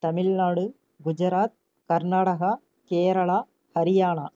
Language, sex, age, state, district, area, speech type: Tamil, female, 45-60, Tamil Nadu, Namakkal, rural, spontaneous